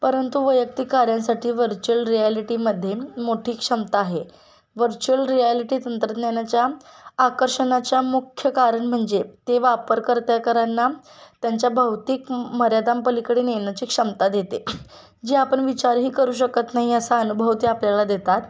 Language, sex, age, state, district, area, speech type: Marathi, female, 18-30, Maharashtra, Kolhapur, urban, spontaneous